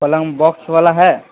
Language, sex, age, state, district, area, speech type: Urdu, male, 18-30, Bihar, Purnia, rural, conversation